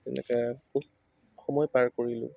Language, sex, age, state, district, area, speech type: Assamese, male, 18-30, Assam, Tinsukia, rural, spontaneous